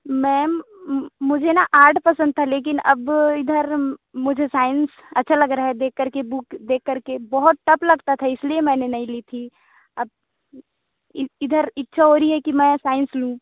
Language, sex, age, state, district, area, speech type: Hindi, female, 30-45, Madhya Pradesh, Balaghat, rural, conversation